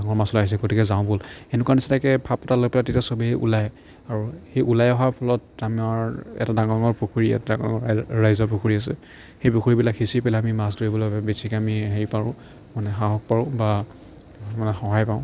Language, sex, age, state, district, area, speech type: Assamese, male, 45-60, Assam, Morigaon, rural, spontaneous